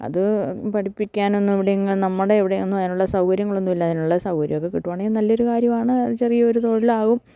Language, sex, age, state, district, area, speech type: Malayalam, female, 60+, Kerala, Idukki, rural, spontaneous